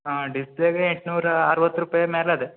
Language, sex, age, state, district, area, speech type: Kannada, male, 18-30, Karnataka, Uttara Kannada, rural, conversation